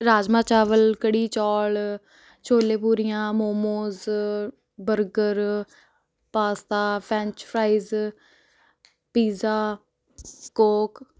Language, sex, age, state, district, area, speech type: Punjabi, female, 18-30, Punjab, Ludhiana, urban, spontaneous